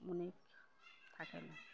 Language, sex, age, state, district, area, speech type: Bengali, female, 45-60, West Bengal, Uttar Dinajpur, urban, spontaneous